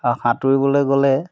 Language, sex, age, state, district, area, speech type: Assamese, male, 45-60, Assam, Majuli, urban, spontaneous